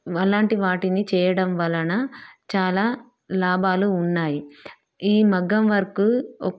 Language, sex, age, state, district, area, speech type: Telugu, female, 30-45, Telangana, Peddapalli, rural, spontaneous